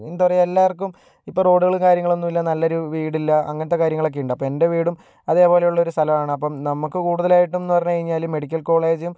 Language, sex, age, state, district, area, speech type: Malayalam, male, 45-60, Kerala, Kozhikode, urban, spontaneous